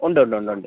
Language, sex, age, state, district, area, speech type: Malayalam, female, 60+, Kerala, Kozhikode, urban, conversation